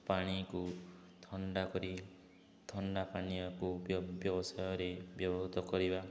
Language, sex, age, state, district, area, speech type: Odia, male, 18-30, Odisha, Subarnapur, urban, spontaneous